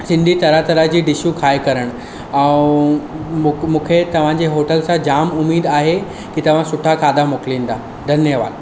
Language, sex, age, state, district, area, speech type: Sindhi, male, 18-30, Maharashtra, Mumbai Suburban, urban, spontaneous